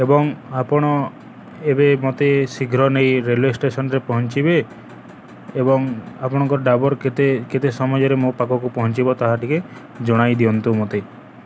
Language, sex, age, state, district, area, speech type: Odia, male, 30-45, Odisha, Balangir, urban, spontaneous